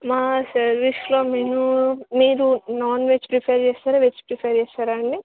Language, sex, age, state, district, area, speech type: Telugu, female, 18-30, Telangana, Wanaparthy, urban, conversation